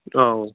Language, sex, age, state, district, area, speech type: Manipuri, male, 30-45, Manipur, Kangpokpi, urban, conversation